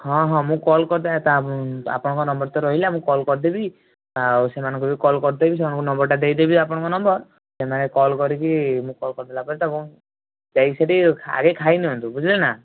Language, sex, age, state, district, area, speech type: Odia, male, 18-30, Odisha, Balasore, rural, conversation